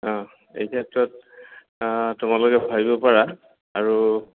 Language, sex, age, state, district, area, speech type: Assamese, male, 45-60, Assam, Goalpara, urban, conversation